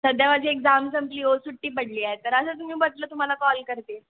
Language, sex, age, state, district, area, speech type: Marathi, female, 18-30, Maharashtra, Mumbai Suburban, urban, conversation